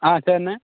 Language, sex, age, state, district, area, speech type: Tamil, male, 18-30, Tamil Nadu, Madurai, rural, conversation